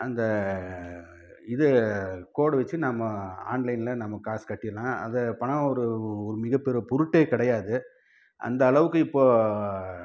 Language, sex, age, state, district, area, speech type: Tamil, male, 30-45, Tamil Nadu, Krishnagiri, urban, spontaneous